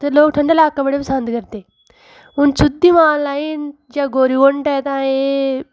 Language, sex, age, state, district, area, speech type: Dogri, female, 30-45, Jammu and Kashmir, Udhampur, urban, spontaneous